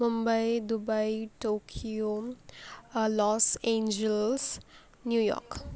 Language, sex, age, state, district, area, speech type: Marathi, female, 30-45, Maharashtra, Akola, rural, spontaneous